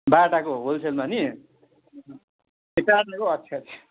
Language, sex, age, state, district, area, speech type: Nepali, male, 18-30, West Bengal, Darjeeling, rural, conversation